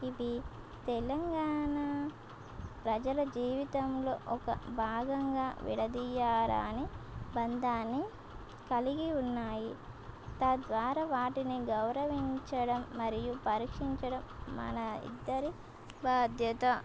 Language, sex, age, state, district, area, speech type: Telugu, female, 18-30, Telangana, Komaram Bheem, urban, spontaneous